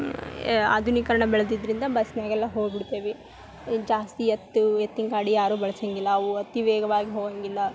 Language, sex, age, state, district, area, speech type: Kannada, female, 18-30, Karnataka, Gadag, urban, spontaneous